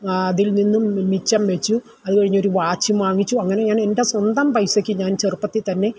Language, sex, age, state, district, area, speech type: Malayalam, female, 60+, Kerala, Alappuzha, rural, spontaneous